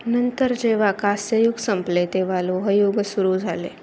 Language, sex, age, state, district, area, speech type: Marathi, female, 18-30, Maharashtra, Ratnagiri, urban, read